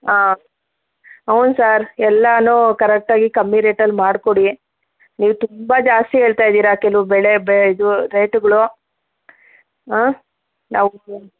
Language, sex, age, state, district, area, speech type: Kannada, female, 45-60, Karnataka, Chikkaballapur, rural, conversation